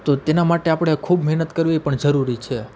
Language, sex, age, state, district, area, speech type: Gujarati, male, 30-45, Gujarat, Rajkot, urban, spontaneous